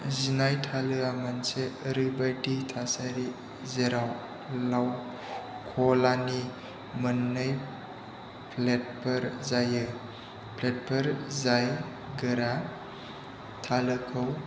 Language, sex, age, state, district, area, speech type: Bodo, male, 30-45, Assam, Chirang, rural, read